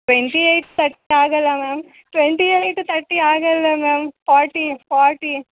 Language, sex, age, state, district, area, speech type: Kannada, female, 18-30, Karnataka, Bellary, rural, conversation